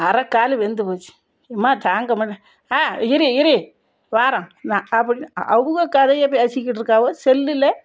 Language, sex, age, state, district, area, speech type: Tamil, female, 60+, Tamil Nadu, Thoothukudi, rural, spontaneous